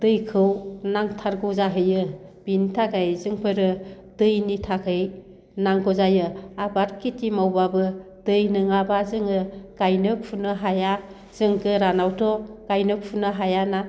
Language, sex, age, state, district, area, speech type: Bodo, female, 60+, Assam, Baksa, urban, spontaneous